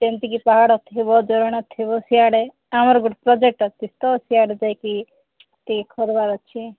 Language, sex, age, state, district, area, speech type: Odia, female, 30-45, Odisha, Nabarangpur, urban, conversation